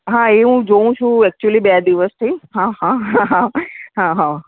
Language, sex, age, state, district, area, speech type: Gujarati, female, 45-60, Gujarat, Surat, urban, conversation